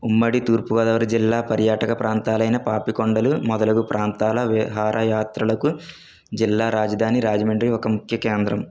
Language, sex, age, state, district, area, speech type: Telugu, male, 45-60, Andhra Pradesh, Kakinada, urban, spontaneous